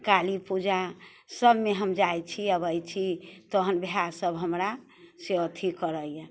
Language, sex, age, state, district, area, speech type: Maithili, female, 60+, Bihar, Muzaffarpur, urban, spontaneous